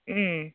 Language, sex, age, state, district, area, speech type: Bodo, female, 30-45, Assam, Baksa, rural, conversation